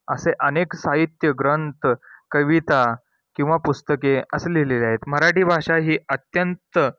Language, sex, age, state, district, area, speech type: Marathi, male, 18-30, Maharashtra, Satara, rural, spontaneous